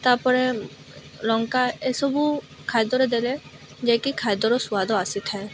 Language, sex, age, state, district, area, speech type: Odia, female, 18-30, Odisha, Malkangiri, urban, spontaneous